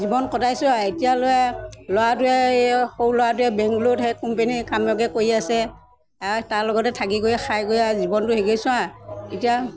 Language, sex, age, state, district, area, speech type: Assamese, female, 60+, Assam, Morigaon, rural, spontaneous